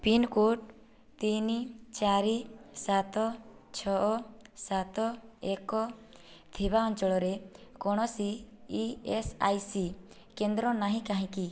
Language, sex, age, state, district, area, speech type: Odia, female, 18-30, Odisha, Boudh, rural, read